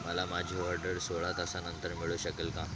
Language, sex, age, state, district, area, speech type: Marathi, male, 18-30, Maharashtra, Thane, rural, read